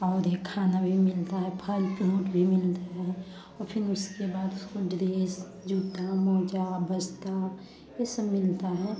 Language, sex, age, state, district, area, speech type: Hindi, female, 30-45, Uttar Pradesh, Prayagraj, urban, spontaneous